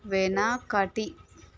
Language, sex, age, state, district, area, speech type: Telugu, female, 30-45, Andhra Pradesh, Visakhapatnam, urban, read